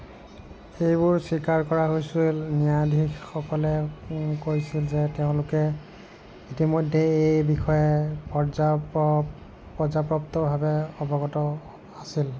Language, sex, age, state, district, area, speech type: Assamese, male, 45-60, Assam, Nagaon, rural, read